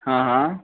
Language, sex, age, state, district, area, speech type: Dogri, male, 18-30, Jammu and Kashmir, Kathua, rural, conversation